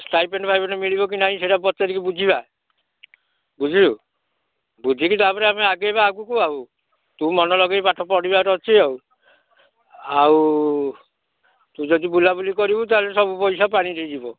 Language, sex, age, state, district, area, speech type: Odia, male, 45-60, Odisha, Nayagarh, rural, conversation